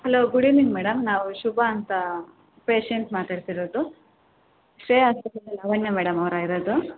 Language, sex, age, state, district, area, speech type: Kannada, female, 18-30, Karnataka, Kolar, rural, conversation